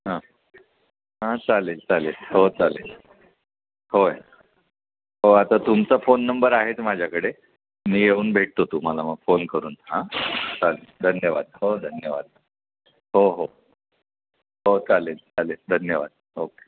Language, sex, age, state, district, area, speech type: Marathi, male, 60+, Maharashtra, Kolhapur, urban, conversation